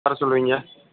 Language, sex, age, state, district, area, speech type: Tamil, male, 45-60, Tamil Nadu, Theni, rural, conversation